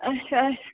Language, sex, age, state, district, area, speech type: Kashmiri, female, 18-30, Jammu and Kashmir, Bandipora, rural, conversation